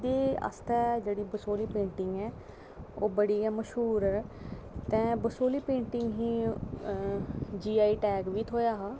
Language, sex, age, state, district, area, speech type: Dogri, female, 30-45, Jammu and Kashmir, Kathua, rural, spontaneous